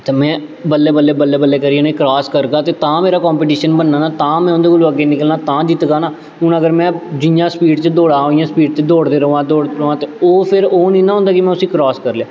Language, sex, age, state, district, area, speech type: Dogri, male, 18-30, Jammu and Kashmir, Jammu, urban, spontaneous